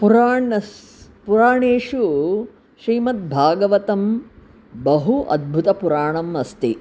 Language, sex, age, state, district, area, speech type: Sanskrit, female, 60+, Tamil Nadu, Chennai, urban, spontaneous